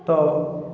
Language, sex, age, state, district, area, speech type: Odia, male, 30-45, Odisha, Balangir, urban, spontaneous